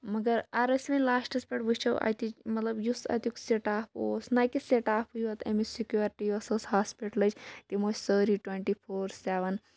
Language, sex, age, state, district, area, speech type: Kashmiri, female, 30-45, Jammu and Kashmir, Kulgam, rural, spontaneous